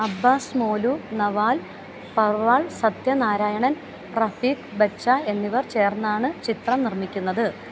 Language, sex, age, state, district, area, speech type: Malayalam, female, 30-45, Kerala, Alappuzha, rural, read